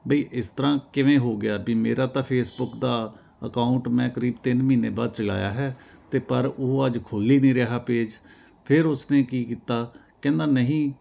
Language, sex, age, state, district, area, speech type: Punjabi, male, 45-60, Punjab, Jalandhar, urban, spontaneous